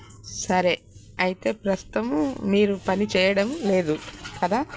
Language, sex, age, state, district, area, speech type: Telugu, female, 60+, Telangana, Peddapalli, rural, read